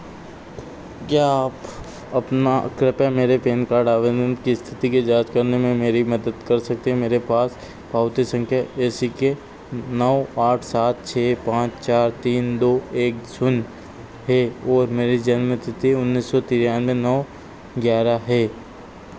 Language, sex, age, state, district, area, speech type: Hindi, male, 30-45, Madhya Pradesh, Harda, urban, read